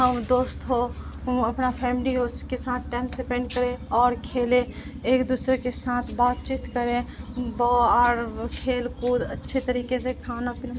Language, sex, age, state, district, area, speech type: Urdu, female, 18-30, Bihar, Supaul, rural, spontaneous